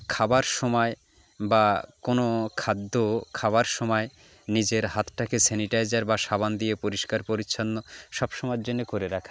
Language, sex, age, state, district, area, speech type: Bengali, male, 45-60, West Bengal, Jalpaiguri, rural, spontaneous